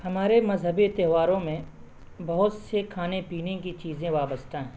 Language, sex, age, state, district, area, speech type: Urdu, male, 18-30, Bihar, Purnia, rural, spontaneous